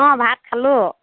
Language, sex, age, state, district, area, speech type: Assamese, female, 45-60, Assam, Dhemaji, urban, conversation